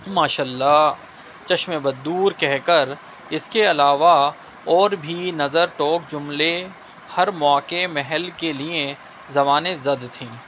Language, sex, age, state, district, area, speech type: Urdu, male, 30-45, Delhi, Central Delhi, urban, spontaneous